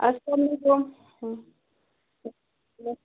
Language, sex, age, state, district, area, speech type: Kashmiri, female, 18-30, Jammu and Kashmir, Kupwara, rural, conversation